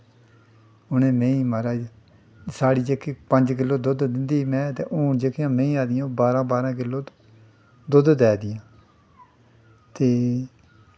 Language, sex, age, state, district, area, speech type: Dogri, male, 60+, Jammu and Kashmir, Udhampur, rural, spontaneous